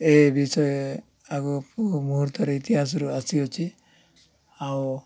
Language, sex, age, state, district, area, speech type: Odia, male, 45-60, Odisha, Koraput, urban, spontaneous